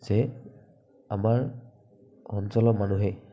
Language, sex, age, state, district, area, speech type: Assamese, male, 18-30, Assam, Barpeta, rural, spontaneous